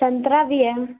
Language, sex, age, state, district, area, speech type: Hindi, female, 30-45, Uttar Pradesh, Azamgarh, urban, conversation